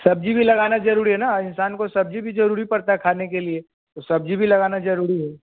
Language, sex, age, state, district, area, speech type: Hindi, male, 30-45, Bihar, Vaishali, rural, conversation